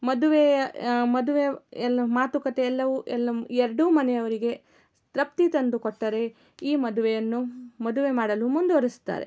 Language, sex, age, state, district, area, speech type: Kannada, female, 30-45, Karnataka, Shimoga, rural, spontaneous